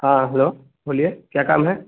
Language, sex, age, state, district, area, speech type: Hindi, male, 18-30, Bihar, Vaishali, rural, conversation